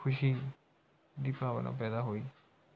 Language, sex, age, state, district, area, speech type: Punjabi, male, 18-30, Punjab, Rupnagar, rural, spontaneous